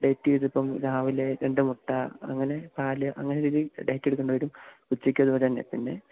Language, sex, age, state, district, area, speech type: Malayalam, male, 18-30, Kerala, Idukki, rural, conversation